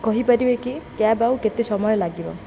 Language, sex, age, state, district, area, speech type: Odia, female, 18-30, Odisha, Malkangiri, urban, spontaneous